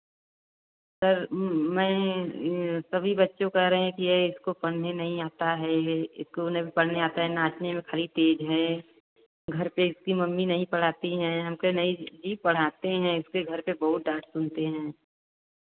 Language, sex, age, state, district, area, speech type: Hindi, female, 30-45, Uttar Pradesh, Varanasi, rural, conversation